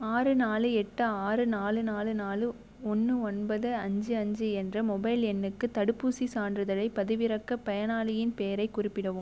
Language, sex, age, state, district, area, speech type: Tamil, female, 18-30, Tamil Nadu, Viluppuram, rural, read